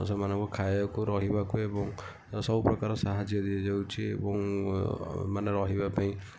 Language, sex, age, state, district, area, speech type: Odia, female, 18-30, Odisha, Kendujhar, urban, spontaneous